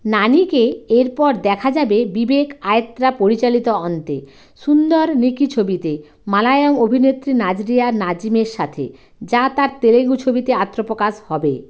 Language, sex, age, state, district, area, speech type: Bengali, female, 45-60, West Bengal, Bankura, urban, read